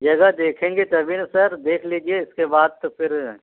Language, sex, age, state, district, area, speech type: Hindi, male, 45-60, Uttar Pradesh, Azamgarh, rural, conversation